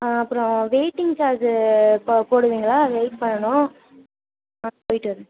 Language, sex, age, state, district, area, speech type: Tamil, male, 18-30, Tamil Nadu, Sivaganga, rural, conversation